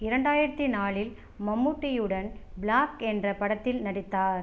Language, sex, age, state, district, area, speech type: Tamil, female, 30-45, Tamil Nadu, Tiruchirappalli, rural, read